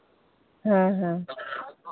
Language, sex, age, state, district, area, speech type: Hindi, female, 60+, Uttar Pradesh, Lucknow, rural, conversation